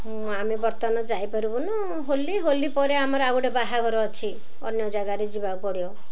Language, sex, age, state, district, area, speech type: Odia, female, 45-60, Odisha, Ganjam, urban, spontaneous